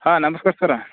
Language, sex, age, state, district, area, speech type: Kannada, male, 30-45, Karnataka, Belgaum, rural, conversation